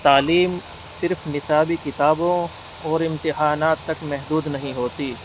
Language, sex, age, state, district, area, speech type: Urdu, male, 45-60, Uttar Pradesh, Muzaffarnagar, urban, spontaneous